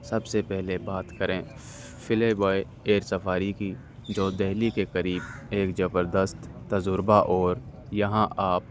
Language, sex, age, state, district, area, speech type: Urdu, male, 30-45, Delhi, North East Delhi, urban, spontaneous